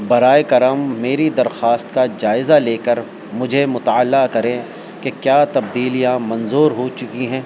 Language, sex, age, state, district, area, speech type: Urdu, male, 45-60, Delhi, North East Delhi, urban, spontaneous